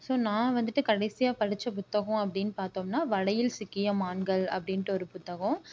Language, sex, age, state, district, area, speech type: Tamil, female, 30-45, Tamil Nadu, Erode, rural, spontaneous